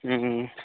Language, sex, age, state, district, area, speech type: Dogri, male, 30-45, Jammu and Kashmir, Udhampur, rural, conversation